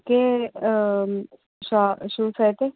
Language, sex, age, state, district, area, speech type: Telugu, female, 18-30, Andhra Pradesh, Srikakulam, urban, conversation